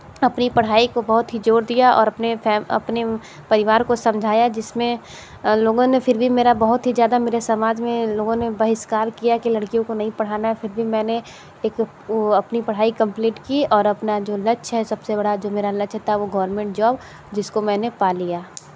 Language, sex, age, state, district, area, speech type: Hindi, female, 18-30, Uttar Pradesh, Sonbhadra, rural, spontaneous